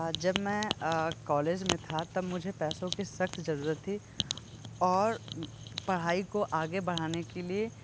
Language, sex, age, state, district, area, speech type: Hindi, male, 30-45, Uttar Pradesh, Sonbhadra, rural, spontaneous